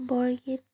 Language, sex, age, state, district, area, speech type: Assamese, female, 30-45, Assam, Majuli, urban, spontaneous